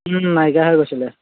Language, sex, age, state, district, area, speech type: Assamese, male, 18-30, Assam, Majuli, urban, conversation